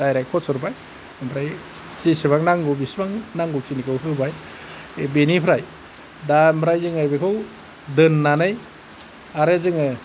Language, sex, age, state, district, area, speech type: Bodo, male, 60+, Assam, Kokrajhar, urban, spontaneous